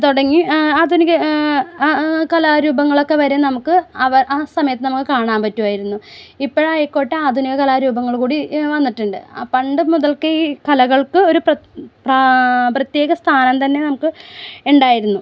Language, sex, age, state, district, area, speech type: Malayalam, female, 30-45, Kerala, Ernakulam, rural, spontaneous